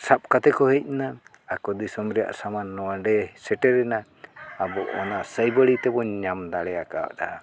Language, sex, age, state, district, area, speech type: Santali, male, 60+, Odisha, Mayurbhanj, rural, spontaneous